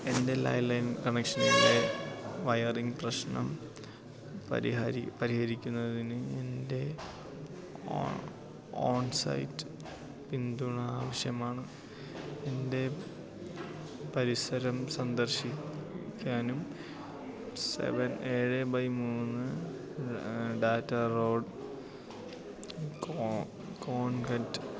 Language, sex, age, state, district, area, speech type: Malayalam, male, 18-30, Kerala, Idukki, rural, read